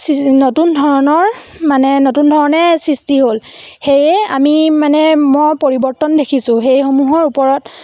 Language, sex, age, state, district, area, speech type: Assamese, female, 18-30, Assam, Lakhimpur, rural, spontaneous